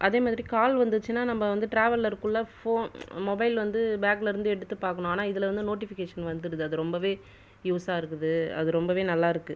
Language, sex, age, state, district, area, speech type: Tamil, female, 30-45, Tamil Nadu, Viluppuram, rural, spontaneous